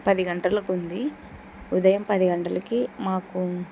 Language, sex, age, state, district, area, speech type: Telugu, female, 45-60, Andhra Pradesh, Kurnool, rural, spontaneous